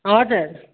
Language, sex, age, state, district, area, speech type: Nepali, female, 30-45, West Bengal, Kalimpong, rural, conversation